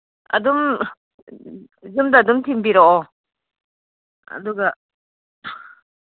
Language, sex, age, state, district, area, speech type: Manipuri, female, 60+, Manipur, Kangpokpi, urban, conversation